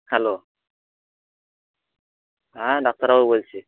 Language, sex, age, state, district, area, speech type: Bengali, male, 45-60, West Bengal, Nadia, rural, conversation